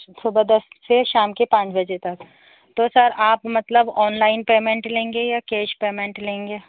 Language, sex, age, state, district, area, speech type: Urdu, female, 30-45, Delhi, North East Delhi, urban, conversation